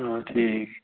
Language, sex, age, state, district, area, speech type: Kashmiri, male, 30-45, Jammu and Kashmir, Ganderbal, rural, conversation